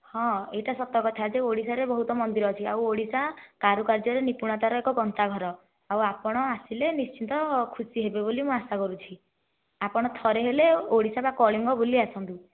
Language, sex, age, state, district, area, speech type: Odia, female, 30-45, Odisha, Nayagarh, rural, conversation